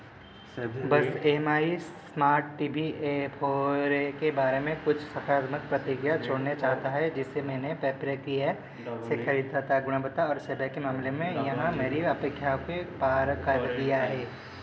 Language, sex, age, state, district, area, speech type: Hindi, male, 18-30, Madhya Pradesh, Seoni, urban, read